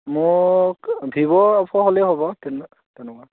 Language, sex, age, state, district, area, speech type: Assamese, male, 18-30, Assam, Dhemaji, rural, conversation